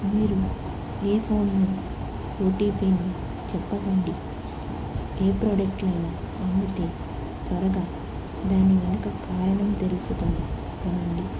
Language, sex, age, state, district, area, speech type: Telugu, female, 18-30, Andhra Pradesh, Krishna, urban, spontaneous